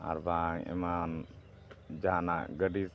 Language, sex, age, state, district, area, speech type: Santali, male, 45-60, West Bengal, Dakshin Dinajpur, rural, spontaneous